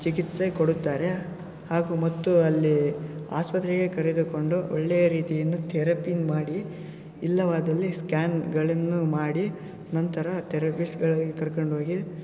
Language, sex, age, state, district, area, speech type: Kannada, male, 18-30, Karnataka, Shimoga, rural, spontaneous